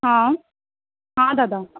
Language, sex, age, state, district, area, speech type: Sindhi, female, 18-30, Rajasthan, Ajmer, urban, conversation